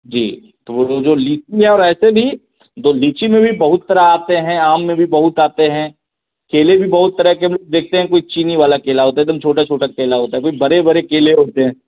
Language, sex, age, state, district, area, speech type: Hindi, male, 18-30, Bihar, Begusarai, rural, conversation